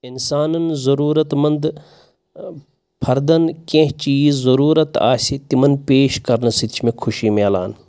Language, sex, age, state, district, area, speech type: Kashmiri, male, 30-45, Jammu and Kashmir, Pulwama, rural, spontaneous